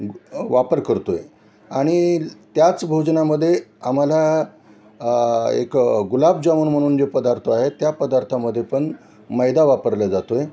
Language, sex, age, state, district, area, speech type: Marathi, male, 60+, Maharashtra, Nanded, urban, spontaneous